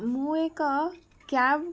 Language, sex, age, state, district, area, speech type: Odia, female, 30-45, Odisha, Bhadrak, rural, spontaneous